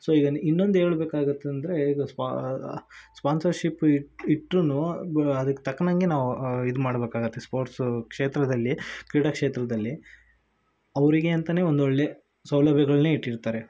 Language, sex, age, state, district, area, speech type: Kannada, male, 18-30, Karnataka, Shimoga, urban, spontaneous